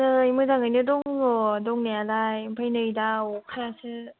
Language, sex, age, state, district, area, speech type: Bodo, female, 18-30, Assam, Kokrajhar, rural, conversation